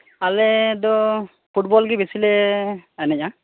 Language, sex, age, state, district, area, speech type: Santali, male, 18-30, West Bengal, Birbhum, rural, conversation